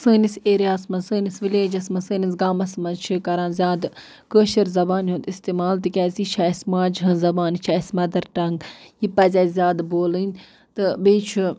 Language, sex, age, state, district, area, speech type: Kashmiri, female, 18-30, Jammu and Kashmir, Budgam, rural, spontaneous